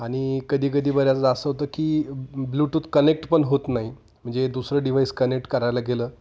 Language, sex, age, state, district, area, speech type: Marathi, male, 45-60, Maharashtra, Nashik, urban, spontaneous